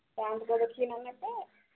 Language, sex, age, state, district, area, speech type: Odia, female, 45-60, Odisha, Sambalpur, rural, conversation